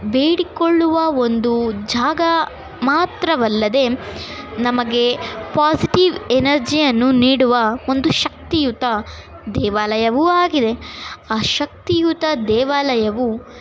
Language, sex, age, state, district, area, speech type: Kannada, other, 18-30, Karnataka, Bangalore Urban, urban, spontaneous